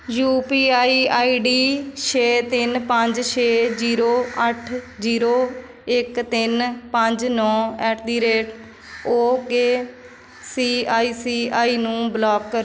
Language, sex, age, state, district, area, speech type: Punjabi, female, 30-45, Punjab, Shaheed Bhagat Singh Nagar, urban, read